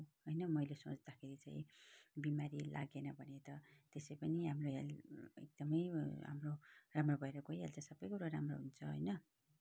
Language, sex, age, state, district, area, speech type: Nepali, female, 30-45, West Bengal, Kalimpong, rural, spontaneous